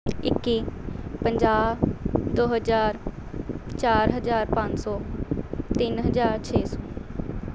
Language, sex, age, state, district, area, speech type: Punjabi, female, 18-30, Punjab, Mohali, urban, spontaneous